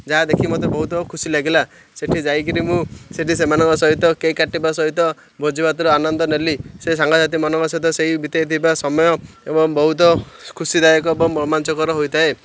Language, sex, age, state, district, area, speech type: Odia, male, 30-45, Odisha, Ganjam, urban, spontaneous